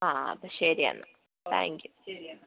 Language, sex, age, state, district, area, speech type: Malayalam, female, 18-30, Kerala, Pathanamthitta, rural, conversation